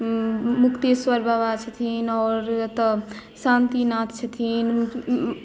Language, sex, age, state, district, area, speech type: Maithili, female, 18-30, Bihar, Madhubani, rural, spontaneous